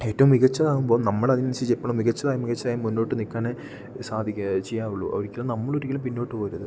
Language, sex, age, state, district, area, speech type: Malayalam, male, 18-30, Kerala, Idukki, rural, spontaneous